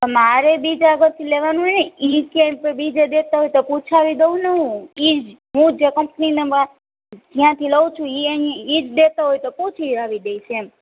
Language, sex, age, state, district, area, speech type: Gujarati, female, 18-30, Gujarat, Rajkot, urban, conversation